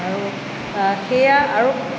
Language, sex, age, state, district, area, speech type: Assamese, female, 45-60, Assam, Tinsukia, rural, spontaneous